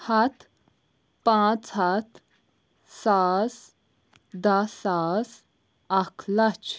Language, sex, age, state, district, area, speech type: Kashmiri, female, 18-30, Jammu and Kashmir, Bandipora, rural, spontaneous